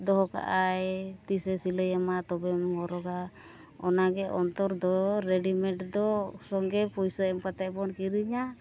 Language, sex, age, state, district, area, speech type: Santali, female, 30-45, Jharkhand, East Singhbhum, rural, spontaneous